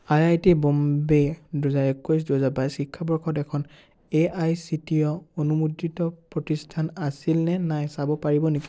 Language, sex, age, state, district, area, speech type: Assamese, male, 18-30, Assam, Biswanath, rural, read